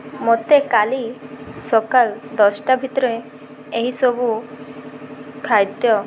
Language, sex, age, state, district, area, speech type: Odia, female, 18-30, Odisha, Malkangiri, urban, spontaneous